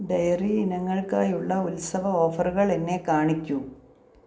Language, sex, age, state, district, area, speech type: Malayalam, female, 45-60, Kerala, Kottayam, rural, read